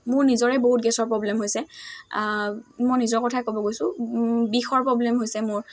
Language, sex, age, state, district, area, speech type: Assamese, female, 18-30, Assam, Dhemaji, urban, spontaneous